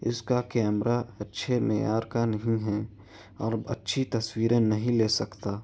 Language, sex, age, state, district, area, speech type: Urdu, male, 18-30, Maharashtra, Nashik, rural, spontaneous